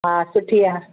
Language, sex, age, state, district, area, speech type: Sindhi, female, 60+, Maharashtra, Mumbai Suburban, urban, conversation